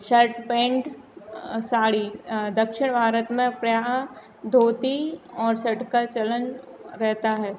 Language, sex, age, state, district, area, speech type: Hindi, female, 18-30, Madhya Pradesh, Narsinghpur, rural, spontaneous